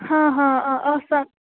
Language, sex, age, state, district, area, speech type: Kashmiri, female, 18-30, Jammu and Kashmir, Srinagar, urban, conversation